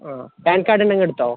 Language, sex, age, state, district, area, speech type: Malayalam, male, 18-30, Kerala, Kasaragod, rural, conversation